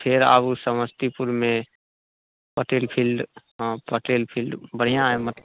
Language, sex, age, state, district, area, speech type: Maithili, male, 18-30, Bihar, Samastipur, rural, conversation